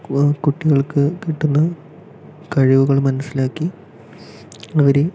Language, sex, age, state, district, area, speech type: Malayalam, male, 18-30, Kerala, Palakkad, rural, spontaneous